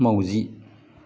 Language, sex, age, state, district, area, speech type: Bodo, male, 60+, Assam, Kokrajhar, rural, read